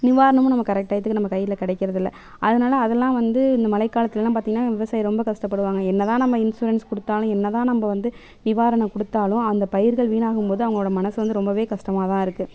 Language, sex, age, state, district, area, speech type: Tamil, female, 18-30, Tamil Nadu, Mayiladuthurai, rural, spontaneous